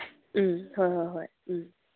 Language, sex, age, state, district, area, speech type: Manipuri, female, 45-60, Manipur, Kangpokpi, rural, conversation